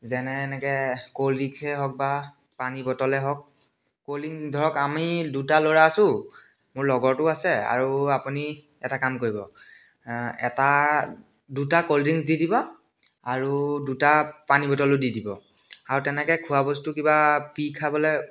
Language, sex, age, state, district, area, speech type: Assamese, male, 18-30, Assam, Biswanath, rural, spontaneous